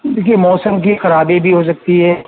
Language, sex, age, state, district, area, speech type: Urdu, male, 60+, Uttar Pradesh, Rampur, urban, conversation